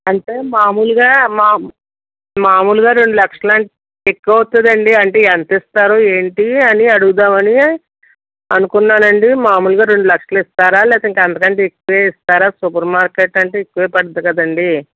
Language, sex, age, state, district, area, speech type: Telugu, female, 45-60, Andhra Pradesh, Eluru, rural, conversation